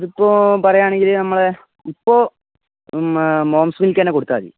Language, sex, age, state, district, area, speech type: Malayalam, male, 18-30, Kerala, Wayanad, rural, conversation